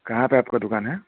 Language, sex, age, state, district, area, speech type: Hindi, male, 30-45, Bihar, Vaishali, rural, conversation